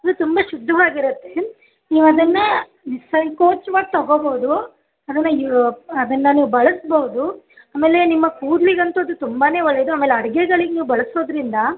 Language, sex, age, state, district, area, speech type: Kannada, female, 30-45, Karnataka, Shimoga, rural, conversation